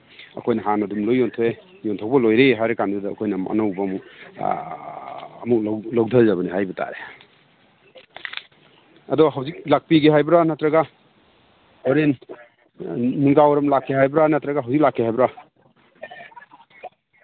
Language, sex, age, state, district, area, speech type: Manipuri, male, 60+, Manipur, Imphal East, rural, conversation